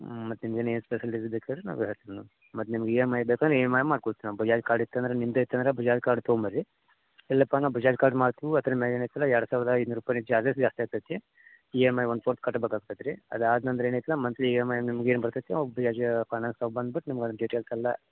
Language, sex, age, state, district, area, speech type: Kannada, male, 30-45, Karnataka, Vijayapura, rural, conversation